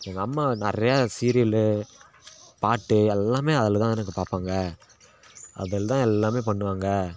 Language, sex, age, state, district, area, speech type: Tamil, male, 18-30, Tamil Nadu, Kallakurichi, urban, spontaneous